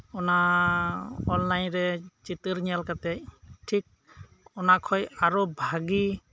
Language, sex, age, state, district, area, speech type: Santali, male, 30-45, West Bengal, Birbhum, rural, spontaneous